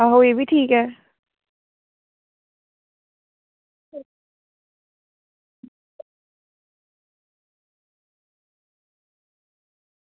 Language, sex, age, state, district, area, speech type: Dogri, female, 18-30, Jammu and Kashmir, Samba, rural, conversation